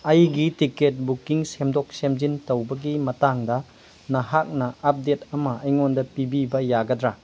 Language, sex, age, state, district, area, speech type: Manipuri, male, 30-45, Manipur, Churachandpur, rural, read